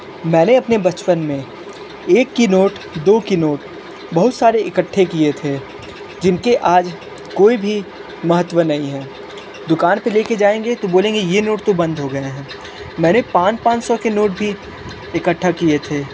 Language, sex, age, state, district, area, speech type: Hindi, male, 18-30, Uttar Pradesh, Sonbhadra, rural, spontaneous